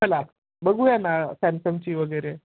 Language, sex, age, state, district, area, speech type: Marathi, male, 18-30, Maharashtra, Osmanabad, rural, conversation